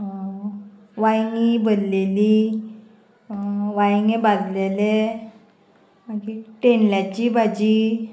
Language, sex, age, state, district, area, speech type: Goan Konkani, female, 30-45, Goa, Murmgao, urban, spontaneous